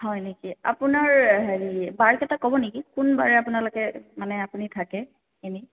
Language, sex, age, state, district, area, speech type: Assamese, female, 30-45, Assam, Sonitpur, rural, conversation